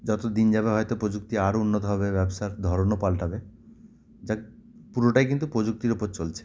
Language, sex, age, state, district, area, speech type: Bengali, male, 30-45, West Bengal, Cooch Behar, urban, spontaneous